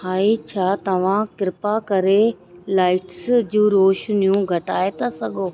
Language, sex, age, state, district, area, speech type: Sindhi, female, 30-45, Rajasthan, Ajmer, urban, read